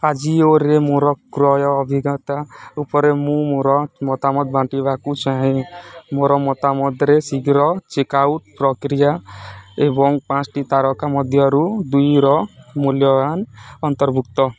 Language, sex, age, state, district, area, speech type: Odia, male, 18-30, Odisha, Nuapada, rural, read